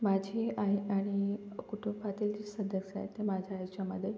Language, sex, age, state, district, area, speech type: Marathi, female, 45-60, Maharashtra, Yavatmal, urban, spontaneous